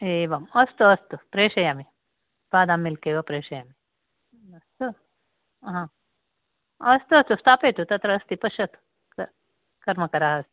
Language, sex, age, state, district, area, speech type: Sanskrit, female, 60+, Karnataka, Uttara Kannada, urban, conversation